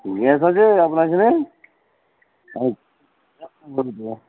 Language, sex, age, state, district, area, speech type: Bengali, male, 45-60, West Bengal, Uttar Dinajpur, urban, conversation